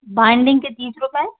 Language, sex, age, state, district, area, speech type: Hindi, female, 30-45, Madhya Pradesh, Gwalior, urban, conversation